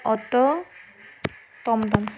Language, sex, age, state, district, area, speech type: Assamese, female, 30-45, Assam, Dhemaji, rural, spontaneous